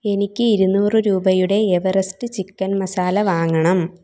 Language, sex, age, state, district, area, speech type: Malayalam, female, 18-30, Kerala, Thiruvananthapuram, rural, read